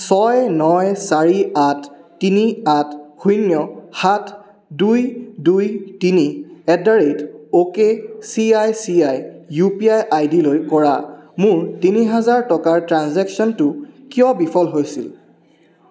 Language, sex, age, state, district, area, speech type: Assamese, male, 18-30, Assam, Charaideo, urban, read